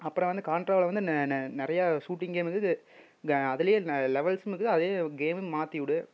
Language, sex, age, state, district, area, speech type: Tamil, male, 18-30, Tamil Nadu, Erode, rural, spontaneous